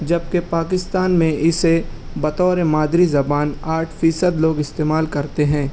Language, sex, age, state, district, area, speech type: Urdu, male, 18-30, Maharashtra, Nashik, rural, spontaneous